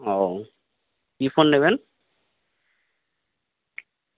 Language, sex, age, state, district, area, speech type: Bengali, male, 18-30, West Bengal, Birbhum, urban, conversation